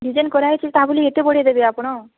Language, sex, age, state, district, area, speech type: Odia, female, 45-60, Odisha, Boudh, rural, conversation